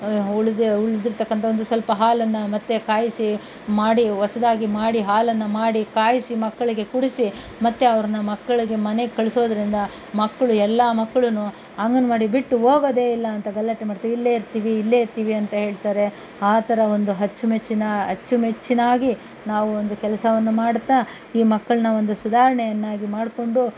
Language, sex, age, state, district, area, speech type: Kannada, female, 45-60, Karnataka, Kolar, rural, spontaneous